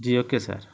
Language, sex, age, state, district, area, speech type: Urdu, male, 30-45, Bihar, Gaya, urban, spontaneous